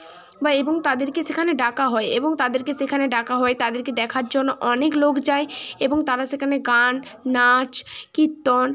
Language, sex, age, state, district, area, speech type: Bengali, female, 18-30, West Bengal, Bankura, urban, spontaneous